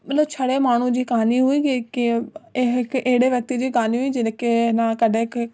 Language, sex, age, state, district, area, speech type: Sindhi, female, 18-30, Rajasthan, Ajmer, rural, spontaneous